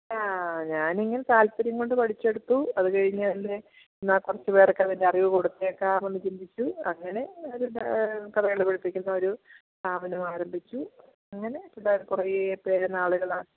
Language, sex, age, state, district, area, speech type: Malayalam, female, 45-60, Kerala, Idukki, rural, conversation